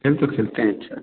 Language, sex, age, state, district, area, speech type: Hindi, male, 45-60, Uttar Pradesh, Ayodhya, rural, conversation